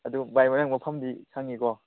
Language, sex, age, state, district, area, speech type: Manipuri, male, 18-30, Manipur, Chandel, rural, conversation